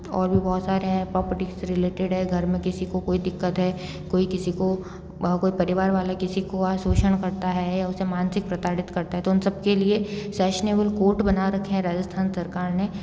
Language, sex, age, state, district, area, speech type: Hindi, female, 18-30, Rajasthan, Jodhpur, urban, spontaneous